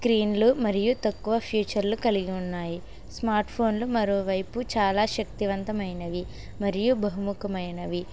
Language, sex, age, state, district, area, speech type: Telugu, male, 45-60, Andhra Pradesh, West Godavari, rural, spontaneous